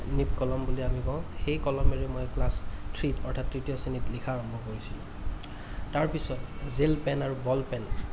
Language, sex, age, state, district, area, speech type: Assamese, male, 30-45, Assam, Kamrup Metropolitan, urban, spontaneous